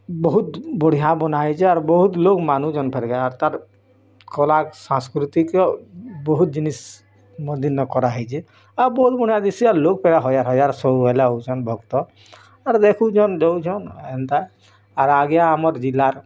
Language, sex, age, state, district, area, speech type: Odia, female, 30-45, Odisha, Bargarh, urban, spontaneous